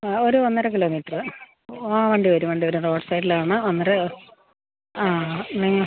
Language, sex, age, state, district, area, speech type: Malayalam, female, 45-60, Kerala, Alappuzha, rural, conversation